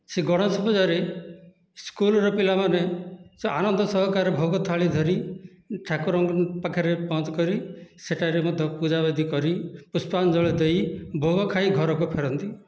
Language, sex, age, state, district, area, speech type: Odia, male, 60+, Odisha, Dhenkanal, rural, spontaneous